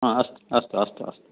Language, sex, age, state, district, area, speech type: Sanskrit, male, 60+, Karnataka, Dakshina Kannada, rural, conversation